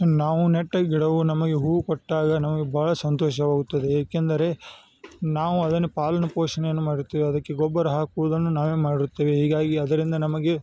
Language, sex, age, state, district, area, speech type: Kannada, male, 18-30, Karnataka, Chikkamagaluru, rural, spontaneous